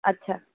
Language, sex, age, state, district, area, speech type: Odia, female, 18-30, Odisha, Bhadrak, rural, conversation